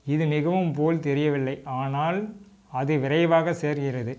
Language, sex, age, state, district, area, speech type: Tamil, male, 45-60, Tamil Nadu, Tiruppur, urban, read